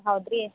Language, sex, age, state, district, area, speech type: Kannada, female, 18-30, Karnataka, Gadag, urban, conversation